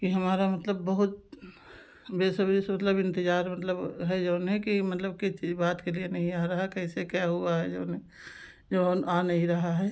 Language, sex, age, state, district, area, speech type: Hindi, female, 45-60, Uttar Pradesh, Lucknow, rural, spontaneous